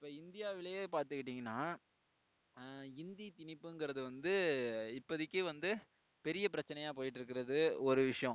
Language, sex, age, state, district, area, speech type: Tamil, male, 18-30, Tamil Nadu, Tiruvarur, urban, spontaneous